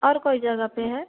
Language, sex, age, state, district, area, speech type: Hindi, female, 18-30, Bihar, Samastipur, urban, conversation